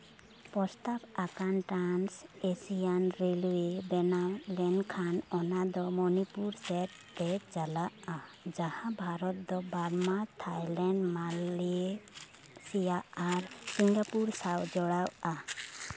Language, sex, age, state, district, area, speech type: Santali, female, 18-30, West Bengal, Purulia, rural, read